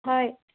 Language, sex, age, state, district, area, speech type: Assamese, female, 18-30, Assam, Udalguri, rural, conversation